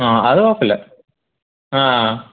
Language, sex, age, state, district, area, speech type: Malayalam, male, 30-45, Kerala, Palakkad, rural, conversation